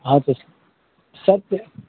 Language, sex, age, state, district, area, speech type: Maithili, male, 30-45, Bihar, Supaul, rural, conversation